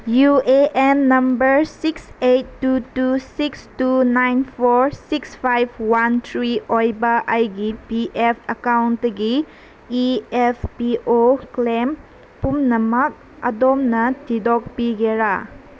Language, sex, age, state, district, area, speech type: Manipuri, female, 18-30, Manipur, Senapati, urban, read